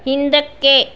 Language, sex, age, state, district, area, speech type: Kannada, female, 45-60, Karnataka, Shimoga, rural, read